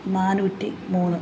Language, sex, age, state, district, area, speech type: Malayalam, female, 60+, Kerala, Alappuzha, rural, spontaneous